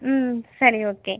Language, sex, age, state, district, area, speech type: Tamil, female, 18-30, Tamil Nadu, Cuddalore, rural, conversation